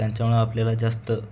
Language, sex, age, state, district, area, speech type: Marathi, male, 18-30, Maharashtra, Sangli, urban, spontaneous